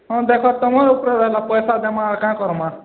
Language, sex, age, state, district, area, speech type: Odia, male, 18-30, Odisha, Balangir, urban, conversation